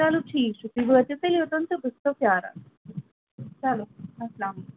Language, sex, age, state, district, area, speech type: Kashmiri, female, 30-45, Jammu and Kashmir, Srinagar, urban, conversation